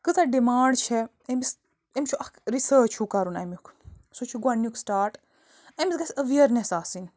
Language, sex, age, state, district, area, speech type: Kashmiri, female, 30-45, Jammu and Kashmir, Bandipora, rural, spontaneous